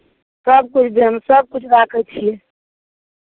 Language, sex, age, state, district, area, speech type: Maithili, female, 60+, Bihar, Madhepura, rural, conversation